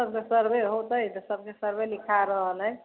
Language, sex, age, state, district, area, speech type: Maithili, female, 60+, Bihar, Sitamarhi, rural, conversation